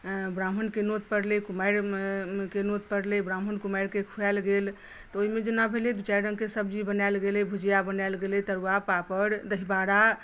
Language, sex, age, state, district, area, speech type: Maithili, female, 45-60, Bihar, Madhubani, rural, spontaneous